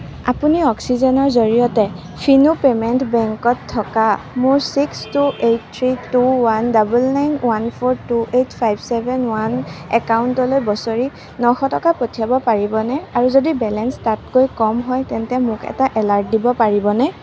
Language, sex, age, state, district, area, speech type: Assamese, female, 18-30, Assam, Kamrup Metropolitan, urban, read